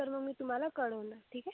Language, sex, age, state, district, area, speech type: Marathi, female, 18-30, Maharashtra, Amravati, urban, conversation